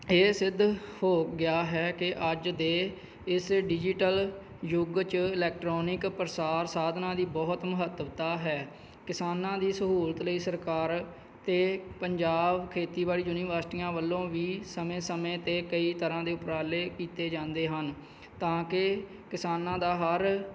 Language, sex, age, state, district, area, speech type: Punjabi, male, 30-45, Punjab, Kapurthala, rural, spontaneous